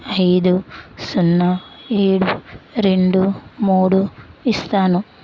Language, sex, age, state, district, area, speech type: Telugu, female, 30-45, Telangana, Karimnagar, rural, read